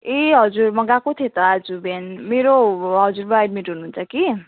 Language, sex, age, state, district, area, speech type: Nepali, female, 18-30, West Bengal, Jalpaiguri, urban, conversation